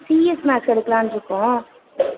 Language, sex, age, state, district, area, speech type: Tamil, male, 18-30, Tamil Nadu, Sivaganga, rural, conversation